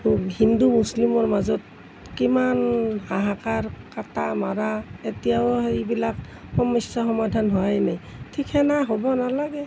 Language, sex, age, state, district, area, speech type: Assamese, female, 60+, Assam, Nalbari, rural, spontaneous